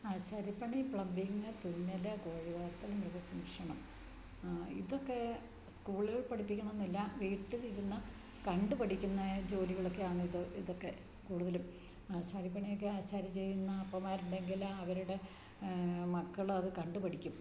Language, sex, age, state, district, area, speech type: Malayalam, female, 60+, Kerala, Idukki, rural, spontaneous